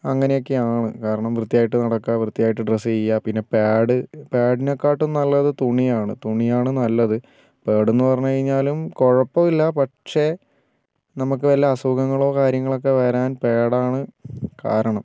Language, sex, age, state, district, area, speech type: Malayalam, female, 18-30, Kerala, Wayanad, rural, spontaneous